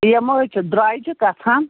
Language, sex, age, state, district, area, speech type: Kashmiri, female, 30-45, Jammu and Kashmir, Bandipora, rural, conversation